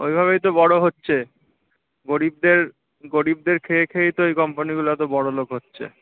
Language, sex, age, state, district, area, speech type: Bengali, male, 30-45, West Bengal, Kolkata, urban, conversation